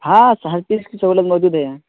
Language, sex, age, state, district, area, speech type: Urdu, male, 18-30, Bihar, Purnia, rural, conversation